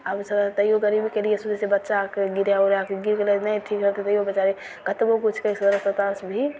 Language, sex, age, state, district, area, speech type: Maithili, female, 18-30, Bihar, Begusarai, rural, spontaneous